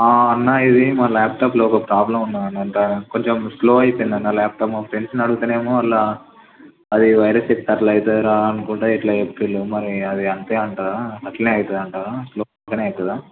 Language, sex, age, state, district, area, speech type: Telugu, male, 18-30, Telangana, Nalgonda, rural, conversation